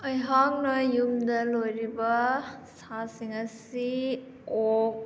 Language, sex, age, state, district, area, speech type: Manipuri, female, 30-45, Manipur, Kakching, rural, spontaneous